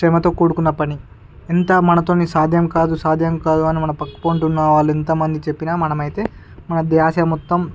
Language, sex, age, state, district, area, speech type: Telugu, male, 18-30, Andhra Pradesh, Srikakulam, urban, spontaneous